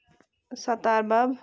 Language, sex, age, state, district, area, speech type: Kashmiri, female, 30-45, Jammu and Kashmir, Bandipora, rural, spontaneous